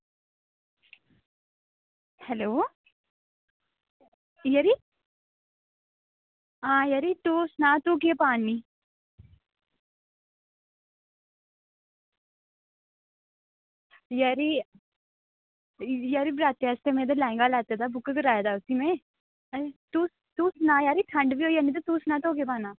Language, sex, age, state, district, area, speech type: Dogri, male, 18-30, Jammu and Kashmir, Reasi, rural, conversation